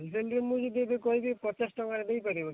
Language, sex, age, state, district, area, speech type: Odia, male, 45-60, Odisha, Malkangiri, urban, conversation